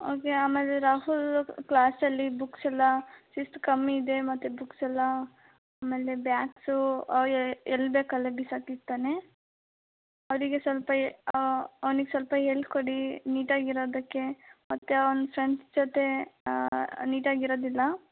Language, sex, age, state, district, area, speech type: Kannada, female, 18-30, Karnataka, Davanagere, rural, conversation